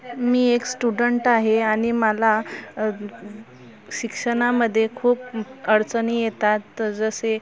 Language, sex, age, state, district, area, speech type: Marathi, female, 30-45, Maharashtra, Amravati, rural, spontaneous